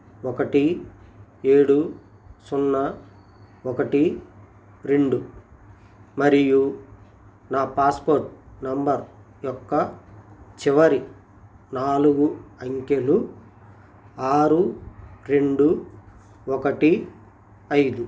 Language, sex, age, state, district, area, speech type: Telugu, male, 45-60, Andhra Pradesh, Krishna, rural, read